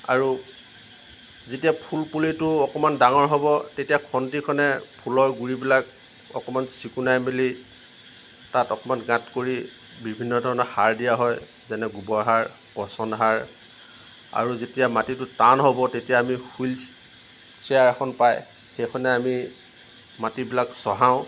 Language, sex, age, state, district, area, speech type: Assamese, male, 45-60, Assam, Lakhimpur, rural, spontaneous